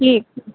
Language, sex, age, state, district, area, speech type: Maithili, female, 18-30, Bihar, Sitamarhi, rural, conversation